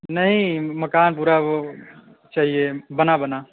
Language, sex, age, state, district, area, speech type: Hindi, male, 18-30, Uttar Pradesh, Prayagraj, urban, conversation